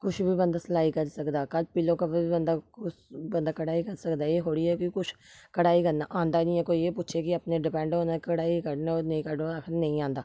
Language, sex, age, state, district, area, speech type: Dogri, female, 30-45, Jammu and Kashmir, Samba, rural, spontaneous